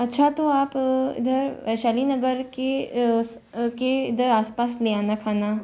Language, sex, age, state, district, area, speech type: Hindi, female, 45-60, Rajasthan, Jaipur, urban, spontaneous